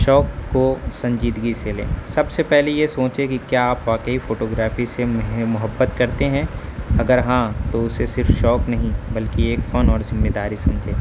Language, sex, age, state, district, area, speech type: Urdu, male, 18-30, Uttar Pradesh, Azamgarh, rural, spontaneous